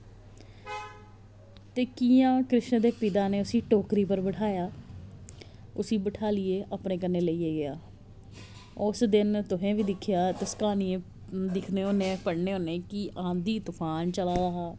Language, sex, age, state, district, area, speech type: Dogri, female, 30-45, Jammu and Kashmir, Jammu, urban, spontaneous